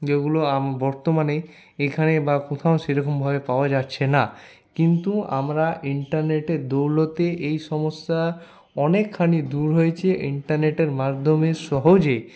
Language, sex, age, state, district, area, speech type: Bengali, male, 60+, West Bengal, Paschim Bardhaman, urban, spontaneous